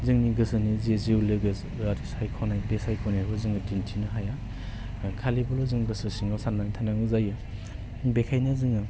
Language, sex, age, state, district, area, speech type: Bodo, male, 30-45, Assam, Baksa, urban, spontaneous